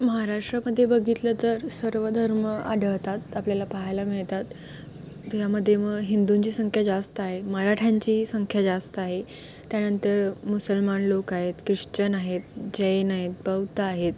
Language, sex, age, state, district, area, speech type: Marathi, female, 18-30, Maharashtra, Kolhapur, urban, spontaneous